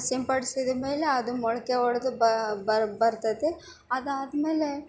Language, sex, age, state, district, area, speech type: Kannada, female, 18-30, Karnataka, Bellary, urban, spontaneous